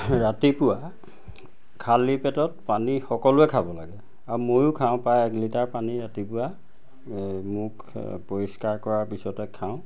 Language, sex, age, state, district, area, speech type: Assamese, male, 45-60, Assam, Majuli, urban, spontaneous